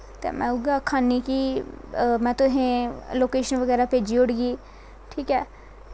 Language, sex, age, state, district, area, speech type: Dogri, female, 18-30, Jammu and Kashmir, Kathua, rural, spontaneous